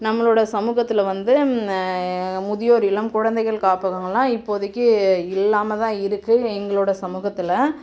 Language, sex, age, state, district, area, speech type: Tamil, male, 45-60, Tamil Nadu, Cuddalore, rural, spontaneous